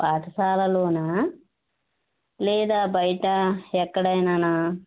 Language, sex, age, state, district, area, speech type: Telugu, female, 60+, Andhra Pradesh, West Godavari, rural, conversation